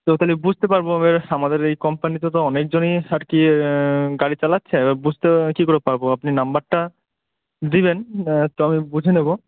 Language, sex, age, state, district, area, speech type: Bengali, male, 18-30, West Bengal, Murshidabad, urban, conversation